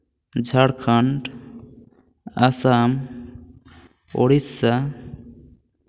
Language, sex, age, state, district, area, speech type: Santali, male, 18-30, West Bengal, Bankura, rural, spontaneous